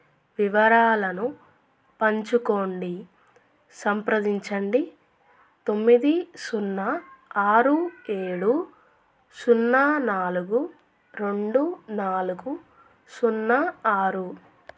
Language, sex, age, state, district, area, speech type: Telugu, female, 30-45, Andhra Pradesh, Krishna, rural, read